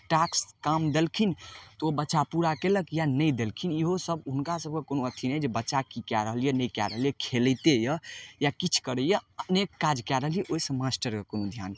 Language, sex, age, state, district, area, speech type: Maithili, male, 18-30, Bihar, Darbhanga, rural, spontaneous